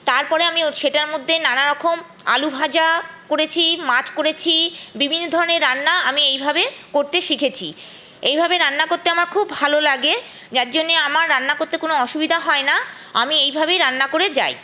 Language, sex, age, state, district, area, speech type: Bengali, female, 30-45, West Bengal, Paschim Bardhaman, rural, spontaneous